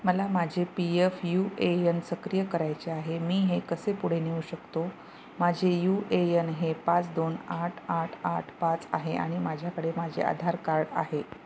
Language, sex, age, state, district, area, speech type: Marathi, female, 30-45, Maharashtra, Nanded, rural, read